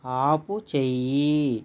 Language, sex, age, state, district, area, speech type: Telugu, male, 45-60, Andhra Pradesh, East Godavari, rural, read